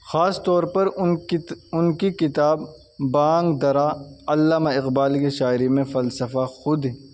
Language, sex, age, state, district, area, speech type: Urdu, male, 30-45, Uttar Pradesh, Saharanpur, urban, spontaneous